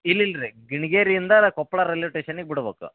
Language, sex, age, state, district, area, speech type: Kannada, male, 18-30, Karnataka, Koppal, rural, conversation